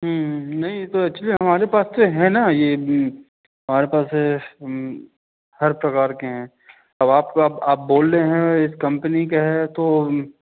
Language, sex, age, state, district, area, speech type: Hindi, male, 18-30, Madhya Pradesh, Katni, urban, conversation